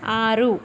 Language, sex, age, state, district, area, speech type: Telugu, female, 18-30, Andhra Pradesh, Krishna, urban, read